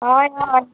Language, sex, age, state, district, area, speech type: Goan Konkani, female, 18-30, Goa, Tiswadi, rural, conversation